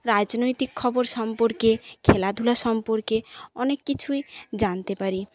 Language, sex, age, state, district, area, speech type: Bengali, female, 30-45, West Bengal, Paschim Medinipur, rural, spontaneous